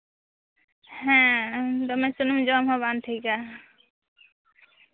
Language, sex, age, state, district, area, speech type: Santali, female, 18-30, West Bengal, Jhargram, rural, conversation